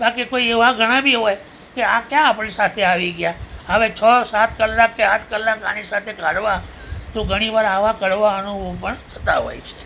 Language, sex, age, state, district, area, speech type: Gujarati, male, 60+, Gujarat, Ahmedabad, urban, spontaneous